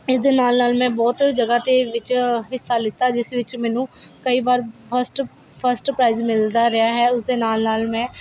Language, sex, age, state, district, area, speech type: Punjabi, female, 18-30, Punjab, Faridkot, urban, spontaneous